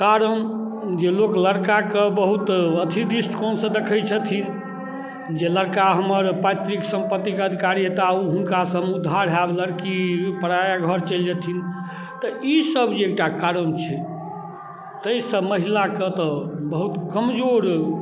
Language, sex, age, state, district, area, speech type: Maithili, male, 60+, Bihar, Darbhanga, rural, spontaneous